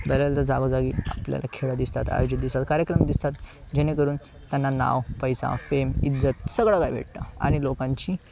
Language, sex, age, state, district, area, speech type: Marathi, male, 18-30, Maharashtra, Thane, urban, spontaneous